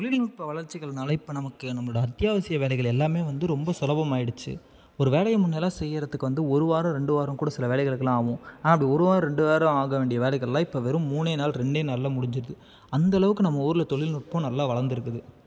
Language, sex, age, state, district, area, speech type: Tamil, male, 18-30, Tamil Nadu, Salem, rural, spontaneous